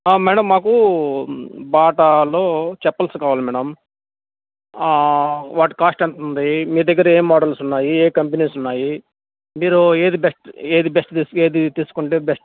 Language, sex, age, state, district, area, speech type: Telugu, male, 30-45, Andhra Pradesh, Nellore, rural, conversation